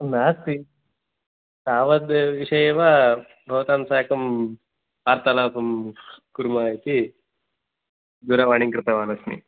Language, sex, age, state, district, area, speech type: Sanskrit, male, 18-30, Karnataka, Uttara Kannada, rural, conversation